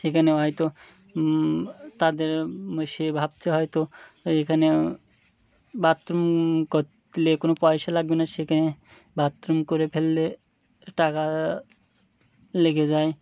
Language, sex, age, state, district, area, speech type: Bengali, male, 30-45, West Bengal, Birbhum, urban, spontaneous